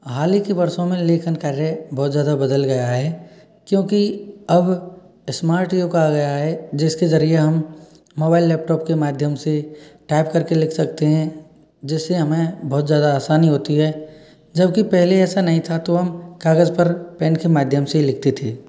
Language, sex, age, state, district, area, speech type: Hindi, male, 60+, Rajasthan, Karauli, rural, spontaneous